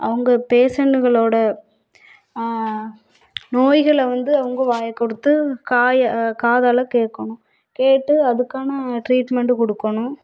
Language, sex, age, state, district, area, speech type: Tamil, female, 30-45, Tamil Nadu, Thoothukudi, urban, spontaneous